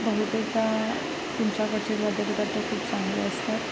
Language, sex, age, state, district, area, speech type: Marathi, female, 18-30, Maharashtra, Sindhudurg, rural, spontaneous